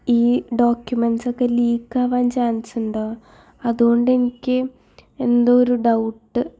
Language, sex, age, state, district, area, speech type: Malayalam, female, 18-30, Kerala, Thrissur, urban, spontaneous